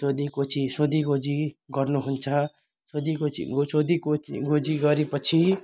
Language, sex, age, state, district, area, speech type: Nepali, male, 18-30, West Bengal, Jalpaiguri, rural, spontaneous